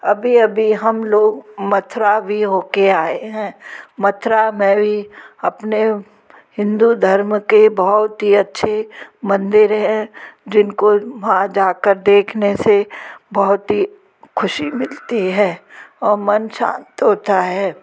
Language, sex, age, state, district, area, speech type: Hindi, female, 60+, Madhya Pradesh, Gwalior, rural, spontaneous